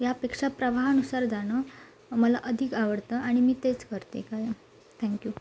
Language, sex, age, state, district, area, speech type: Marathi, female, 18-30, Maharashtra, Sindhudurg, rural, spontaneous